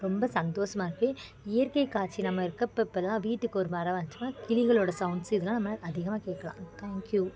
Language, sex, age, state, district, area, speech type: Tamil, female, 18-30, Tamil Nadu, Madurai, urban, spontaneous